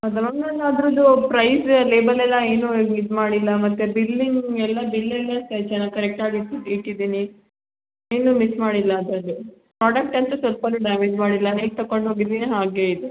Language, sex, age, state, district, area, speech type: Kannada, female, 18-30, Karnataka, Hassan, rural, conversation